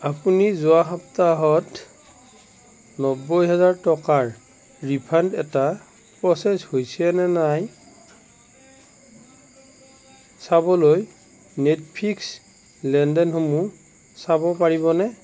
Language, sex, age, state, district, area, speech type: Assamese, male, 60+, Assam, Darrang, rural, read